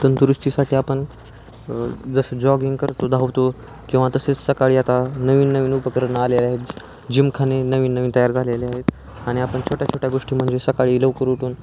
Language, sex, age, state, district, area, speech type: Marathi, male, 18-30, Maharashtra, Osmanabad, rural, spontaneous